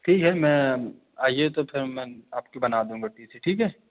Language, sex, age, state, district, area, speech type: Hindi, male, 18-30, Madhya Pradesh, Katni, urban, conversation